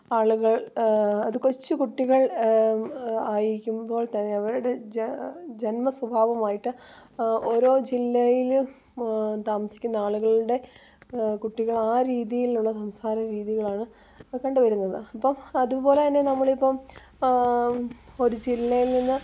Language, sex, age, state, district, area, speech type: Malayalam, female, 30-45, Kerala, Idukki, rural, spontaneous